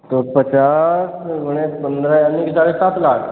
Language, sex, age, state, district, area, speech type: Hindi, male, 30-45, Uttar Pradesh, Sitapur, rural, conversation